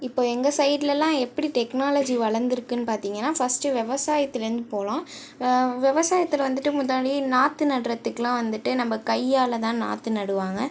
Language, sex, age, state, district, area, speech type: Tamil, female, 18-30, Tamil Nadu, Ariyalur, rural, spontaneous